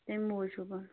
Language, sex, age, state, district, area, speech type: Kashmiri, female, 30-45, Jammu and Kashmir, Bandipora, rural, conversation